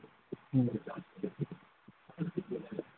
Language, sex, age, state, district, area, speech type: Manipuri, male, 45-60, Manipur, Imphal East, rural, conversation